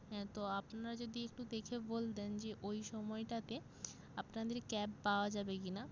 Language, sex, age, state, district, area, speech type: Bengali, female, 30-45, West Bengal, Jalpaiguri, rural, spontaneous